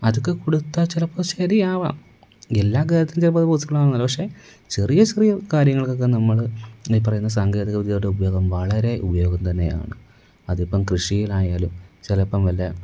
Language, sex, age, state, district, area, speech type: Malayalam, male, 18-30, Kerala, Kollam, rural, spontaneous